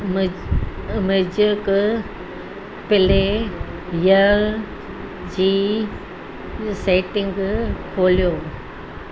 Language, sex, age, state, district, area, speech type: Sindhi, female, 60+, Gujarat, Junagadh, urban, read